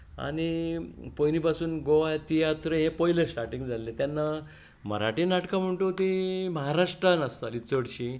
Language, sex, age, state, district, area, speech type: Goan Konkani, male, 60+, Goa, Tiswadi, rural, spontaneous